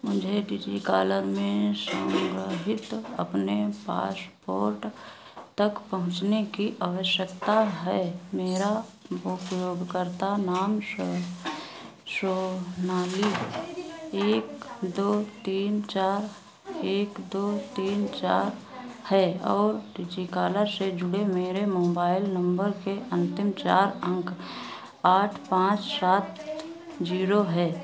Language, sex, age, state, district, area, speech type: Hindi, female, 60+, Uttar Pradesh, Sitapur, rural, read